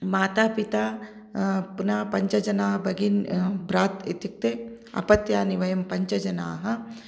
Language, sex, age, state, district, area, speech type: Sanskrit, female, 45-60, Karnataka, Uttara Kannada, urban, spontaneous